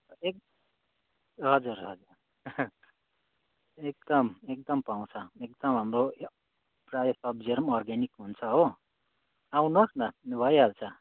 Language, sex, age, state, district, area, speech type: Nepali, male, 45-60, West Bengal, Kalimpong, rural, conversation